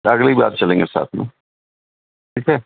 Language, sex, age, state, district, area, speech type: Urdu, male, 60+, Delhi, Central Delhi, urban, conversation